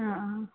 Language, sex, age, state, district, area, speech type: Malayalam, female, 18-30, Kerala, Kasaragod, rural, conversation